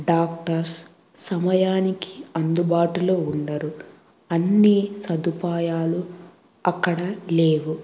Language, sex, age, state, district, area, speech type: Telugu, female, 18-30, Andhra Pradesh, Kadapa, rural, spontaneous